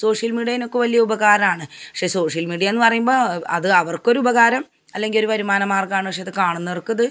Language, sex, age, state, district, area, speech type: Malayalam, female, 45-60, Kerala, Malappuram, rural, spontaneous